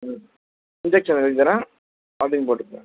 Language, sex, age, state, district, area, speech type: Tamil, male, 18-30, Tamil Nadu, Nagapattinam, rural, conversation